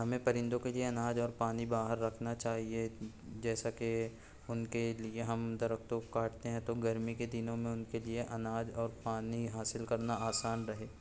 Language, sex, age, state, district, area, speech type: Urdu, male, 60+, Maharashtra, Nashik, urban, spontaneous